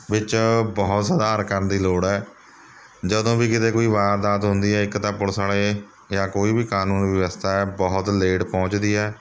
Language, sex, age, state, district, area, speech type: Punjabi, male, 30-45, Punjab, Mohali, rural, spontaneous